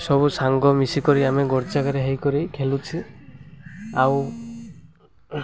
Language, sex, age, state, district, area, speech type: Odia, male, 18-30, Odisha, Malkangiri, urban, spontaneous